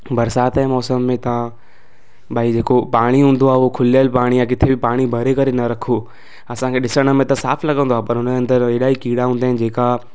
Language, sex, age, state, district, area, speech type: Sindhi, male, 18-30, Gujarat, Surat, urban, spontaneous